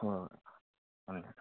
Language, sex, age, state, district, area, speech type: Manipuri, male, 30-45, Manipur, Kangpokpi, urban, conversation